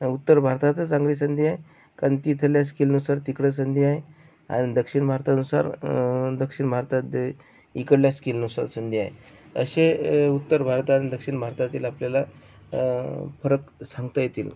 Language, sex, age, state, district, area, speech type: Marathi, male, 30-45, Maharashtra, Akola, rural, spontaneous